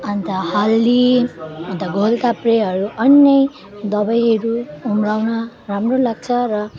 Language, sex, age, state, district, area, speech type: Nepali, female, 18-30, West Bengal, Alipurduar, urban, spontaneous